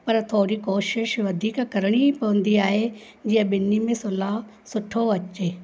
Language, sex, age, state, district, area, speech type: Sindhi, female, 45-60, Maharashtra, Thane, rural, spontaneous